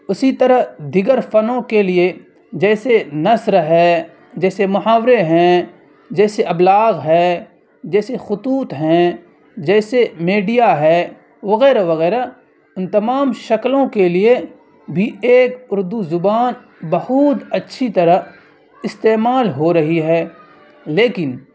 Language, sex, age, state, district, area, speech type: Urdu, male, 18-30, Bihar, Purnia, rural, spontaneous